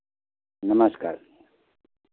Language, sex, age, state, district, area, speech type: Hindi, male, 60+, Uttar Pradesh, Lucknow, rural, conversation